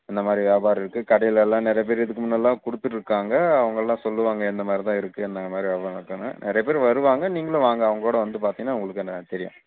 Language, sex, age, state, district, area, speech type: Tamil, male, 18-30, Tamil Nadu, Dharmapuri, rural, conversation